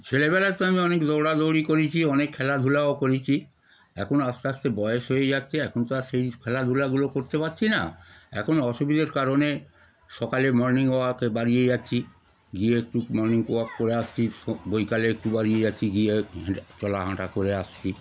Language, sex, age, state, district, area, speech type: Bengali, male, 60+, West Bengal, Darjeeling, rural, spontaneous